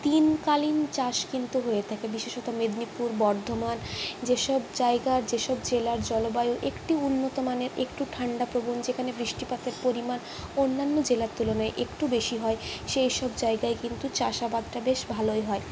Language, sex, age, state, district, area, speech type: Bengali, female, 45-60, West Bengal, Purulia, urban, spontaneous